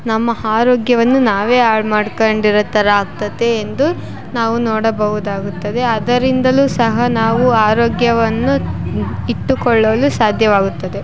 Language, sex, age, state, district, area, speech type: Kannada, female, 18-30, Karnataka, Chitradurga, rural, spontaneous